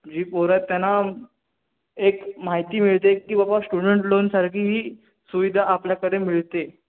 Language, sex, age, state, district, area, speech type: Marathi, male, 18-30, Maharashtra, Ratnagiri, urban, conversation